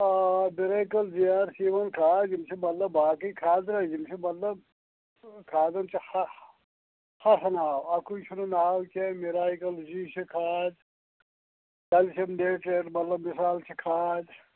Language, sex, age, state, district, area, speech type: Kashmiri, male, 45-60, Jammu and Kashmir, Anantnag, rural, conversation